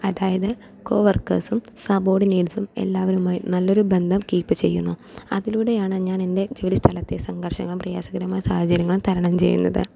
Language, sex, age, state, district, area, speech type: Malayalam, female, 18-30, Kerala, Palakkad, rural, spontaneous